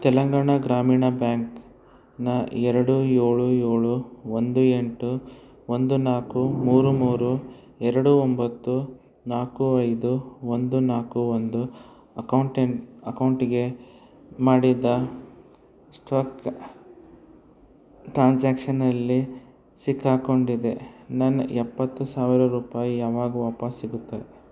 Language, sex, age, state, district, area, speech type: Kannada, male, 30-45, Karnataka, Bidar, urban, read